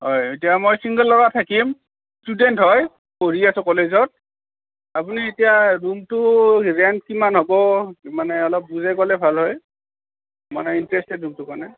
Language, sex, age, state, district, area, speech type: Assamese, male, 30-45, Assam, Kamrup Metropolitan, urban, conversation